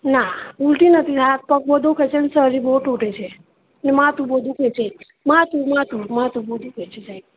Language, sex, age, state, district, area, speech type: Gujarati, male, 60+, Gujarat, Aravalli, urban, conversation